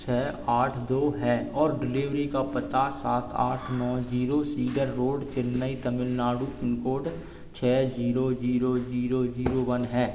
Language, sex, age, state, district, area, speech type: Hindi, male, 18-30, Madhya Pradesh, Seoni, urban, read